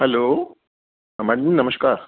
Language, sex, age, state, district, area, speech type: Dogri, male, 30-45, Jammu and Kashmir, Reasi, urban, conversation